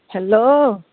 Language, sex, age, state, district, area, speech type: Assamese, female, 60+, Assam, Dibrugarh, rural, conversation